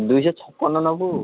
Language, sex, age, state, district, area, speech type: Odia, male, 18-30, Odisha, Puri, urban, conversation